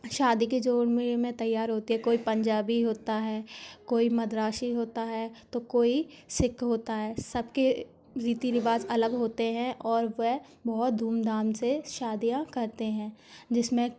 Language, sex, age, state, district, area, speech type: Hindi, female, 18-30, Madhya Pradesh, Gwalior, rural, spontaneous